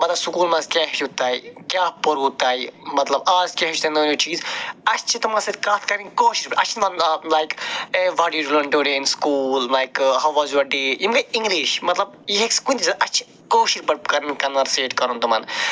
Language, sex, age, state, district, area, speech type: Kashmiri, male, 45-60, Jammu and Kashmir, Budgam, urban, spontaneous